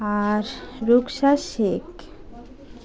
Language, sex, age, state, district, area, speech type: Bengali, female, 30-45, West Bengal, Dakshin Dinajpur, urban, spontaneous